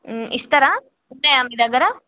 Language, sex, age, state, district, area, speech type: Telugu, female, 18-30, Telangana, Jagtial, urban, conversation